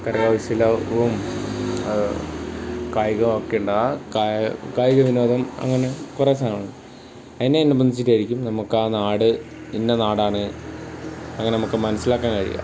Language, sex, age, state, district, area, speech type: Malayalam, male, 18-30, Kerala, Wayanad, rural, spontaneous